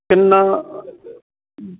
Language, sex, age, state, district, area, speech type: Punjabi, male, 60+, Punjab, Bathinda, rural, conversation